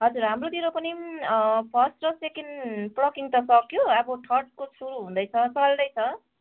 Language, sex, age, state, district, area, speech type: Nepali, female, 30-45, West Bengal, Darjeeling, rural, conversation